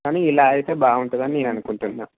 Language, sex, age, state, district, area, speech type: Telugu, male, 30-45, Andhra Pradesh, Srikakulam, urban, conversation